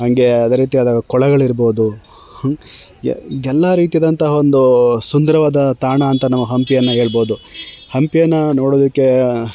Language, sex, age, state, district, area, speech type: Kannada, male, 30-45, Karnataka, Chamarajanagar, rural, spontaneous